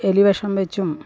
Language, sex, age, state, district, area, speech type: Malayalam, female, 60+, Kerala, Pathanamthitta, rural, spontaneous